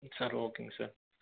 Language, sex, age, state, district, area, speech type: Tamil, male, 18-30, Tamil Nadu, Erode, rural, conversation